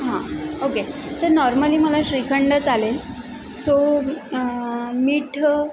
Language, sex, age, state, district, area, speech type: Marathi, female, 18-30, Maharashtra, Mumbai City, urban, spontaneous